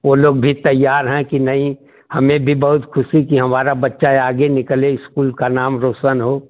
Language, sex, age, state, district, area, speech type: Hindi, male, 60+, Uttar Pradesh, Chandauli, rural, conversation